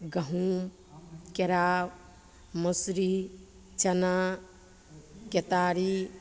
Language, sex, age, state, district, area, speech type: Maithili, female, 45-60, Bihar, Begusarai, rural, spontaneous